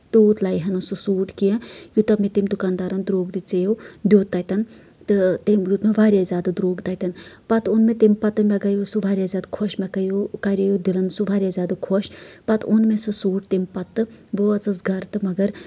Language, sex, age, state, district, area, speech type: Kashmiri, female, 30-45, Jammu and Kashmir, Shopian, rural, spontaneous